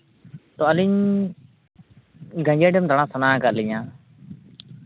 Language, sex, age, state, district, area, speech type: Santali, male, 18-30, Jharkhand, Seraikela Kharsawan, rural, conversation